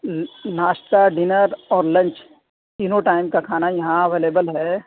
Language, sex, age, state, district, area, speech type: Urdu, female, 30-45, Delhi, South Delhi, rural, conversation